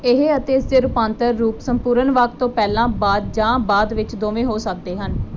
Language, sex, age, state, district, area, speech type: Punjabi, female, 18-30, Punjab, Muktsar, urban, read